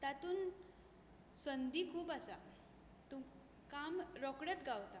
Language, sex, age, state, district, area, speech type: Goan Konkani, female, 18-30, Goa, Tiswadi, rural, spontaneous